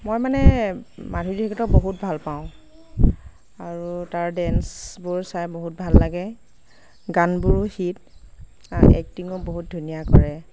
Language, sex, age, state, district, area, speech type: Assamese, female, 18-30, Assam, Darrang, rural, spontaneous